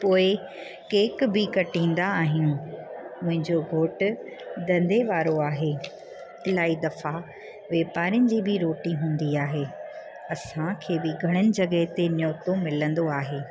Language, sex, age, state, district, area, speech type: Sindhi, female, 30-45, Gujarat, Junagadh, urban, spontaneous